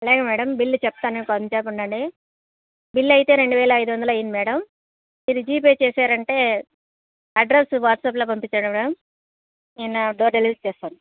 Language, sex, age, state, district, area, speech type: Telugu, female, 30-45, Andhra Pradesh, Sri Balaji, rural, conversation